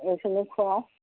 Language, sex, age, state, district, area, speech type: Assamese, female, 60+, Assam, Majuli, urban, conversation